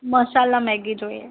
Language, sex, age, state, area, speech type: Gujarati, female, 18-30, Gujarat, urban, conversation